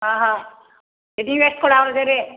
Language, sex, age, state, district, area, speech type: Kannada, female, 60+, Karnataka, Belgaum, rural, conversation